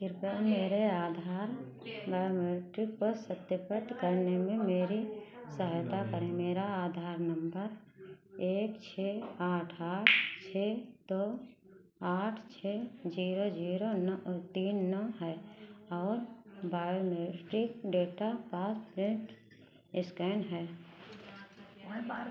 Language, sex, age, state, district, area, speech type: Hindi, female, 60+, Uttar Pradesh, Ayodhya, rural, read